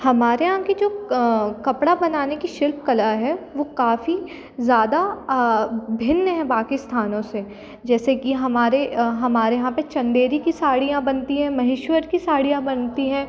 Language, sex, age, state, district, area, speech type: Hindi, female, 18-30, Madhya Pradesh, Jabalpur, urban, spontaneous